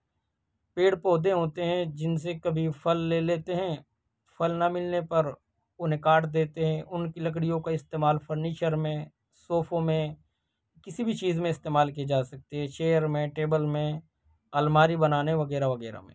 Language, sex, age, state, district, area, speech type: Urdu, male, 18-30, Delhi, Central Delhi, urban, spontaneous